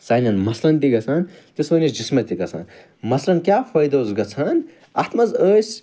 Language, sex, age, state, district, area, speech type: Kashmiri, male, 45-60, Jammu and Kashmir, Ganderbal, urban, spontaneous